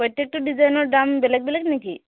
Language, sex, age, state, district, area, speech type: Assamese, female, 18-30, Assam, Dibrugarh, rural, conversation